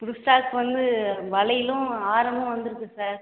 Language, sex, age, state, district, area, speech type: Tamil, female, 18-30, Tamil Nadu, Cuddalore, rural, conversation